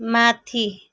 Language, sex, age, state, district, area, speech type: Nepali, female, 30-45, West Bengal, Darjeeling, rural, read